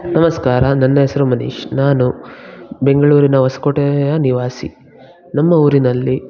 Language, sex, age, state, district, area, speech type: Kannada, male, 18-30, Karnataka, Bangalore Rural, rural, spontaneous